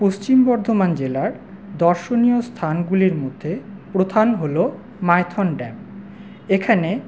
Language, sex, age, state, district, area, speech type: Bengali, male, 30-45, West Bengal, Paschim Bardhaman, urban, spontaneous